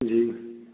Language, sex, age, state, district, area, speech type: Hindi, male, 45-60, Uttar Pradesh, Hardoi, rural, conversation